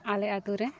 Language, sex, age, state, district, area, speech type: Santali, female, 45-60, Jharkhand, East Singhbhum, rural, spontaneous